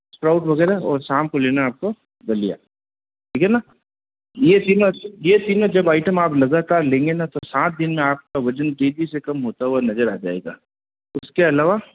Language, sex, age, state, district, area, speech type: Hindi, male, 45-60, Rajasthan, Jodhpur, urban, conversation